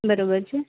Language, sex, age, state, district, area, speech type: Gujarati, female, 30-45, Gujarat, Anand, urban, conversation